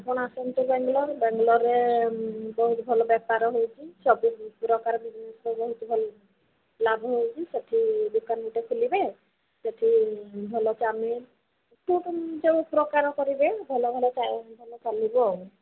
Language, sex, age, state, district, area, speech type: Odia, female, 45-60, Odisha, Sambalpur, rural, conversation